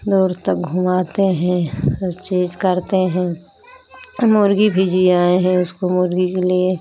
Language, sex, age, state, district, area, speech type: Hindi, female, 30-45, Uttar Pradesh, Pratapgarh, rural, spontaneous